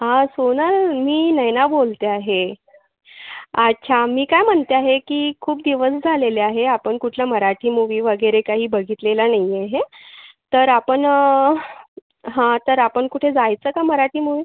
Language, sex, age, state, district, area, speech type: Marathi, female, 45-60, Maharashtra, Yavatmal, urban, conversation